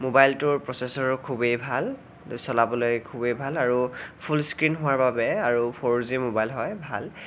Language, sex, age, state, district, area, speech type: Assamese, male, 18-30, Assam, Sonitpur, rural, spontaneous